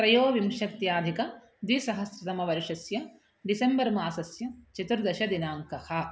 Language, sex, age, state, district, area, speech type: Sanskrit, female, 30-45, Telangana, Ranga Reddy, urban, spontaneous